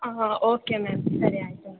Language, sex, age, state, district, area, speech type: Kannada, female, 18-30, Karnataka, Tumkur, rural, conversation